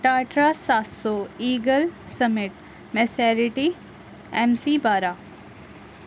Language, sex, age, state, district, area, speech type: Urdu, female, 18-30, Delhi, North East Delhi, urban, spontaneous